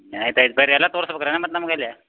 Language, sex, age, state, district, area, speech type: Kannada, male, 45-60, Karnataka, Belgaum, rural, conversation